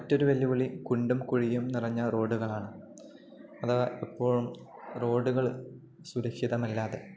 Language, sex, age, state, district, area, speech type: Malayalam, male, 18-30, Kerala, Kozhikode, rural, spontaneous